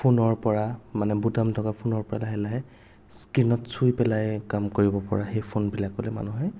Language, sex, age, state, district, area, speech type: Assamese, male, 18-30, Assam, Sonitpur, rural, spontaneous